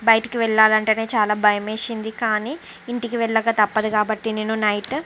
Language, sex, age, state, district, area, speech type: Telugu, female, 45-60, Andhra Pradesh, Srikakulam, urban, spontaneous